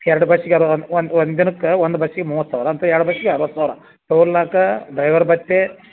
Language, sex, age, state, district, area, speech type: Kannada, male, 60+, Karnataka, Dharwad, rural, conversation